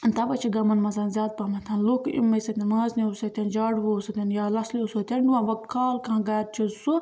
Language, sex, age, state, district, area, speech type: Kashmiri, female, 18-30, Jammu and Kashmir, Baramulla, rural, spontaneous